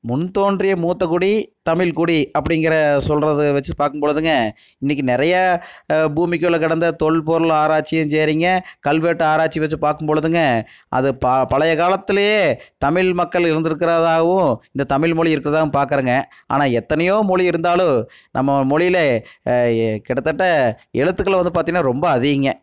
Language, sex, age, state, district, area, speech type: Tamil, male, 30-45, Tamil Nadu, Erode, rural, spontaneous